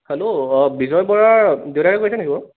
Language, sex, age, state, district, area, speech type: Assamese, male, 18-30, Assam, Sonitpur, rural, conversation